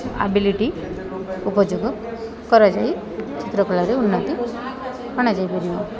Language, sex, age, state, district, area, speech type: Odia, female, 30-45, Odisha, Koraput, urban, spontaneous